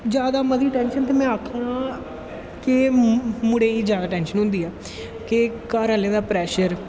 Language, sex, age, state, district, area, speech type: Dogri, male, 18-30, Jammu and Kashmir, Jammu, urban, spontaneous